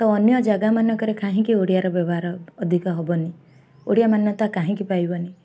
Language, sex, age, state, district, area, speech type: Odia, female, 18-30, Odisha, Jagatsinghpur, urban, spontaneous